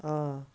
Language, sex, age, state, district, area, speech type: Kashmiri, female, 18-30, Jammu and Kashmir, Baramulla, rural, spontaneous